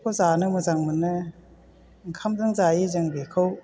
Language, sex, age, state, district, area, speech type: Bodo, female, 60+, Assam, Chirang, rural, spontaneous